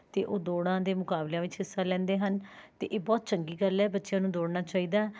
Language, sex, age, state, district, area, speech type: Punjabi, female, 30-45, Punjab, Rupnagar, urban, spontaneous